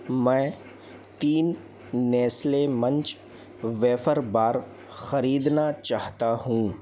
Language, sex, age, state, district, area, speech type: Hindi, male, 30-45, Madhya Pradesh, Bhopal, urban, read